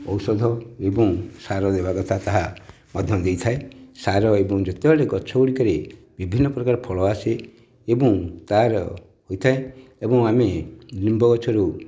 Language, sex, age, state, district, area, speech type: Odia, male, 60+, Odisha, Nayagarh, rural, spontaneous